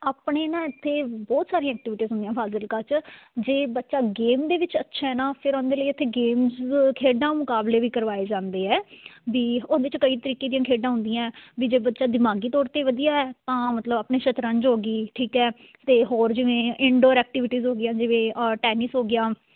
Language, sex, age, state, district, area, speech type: Punjabi, female, 18-30, Punjab, Fazilka, rural, conversation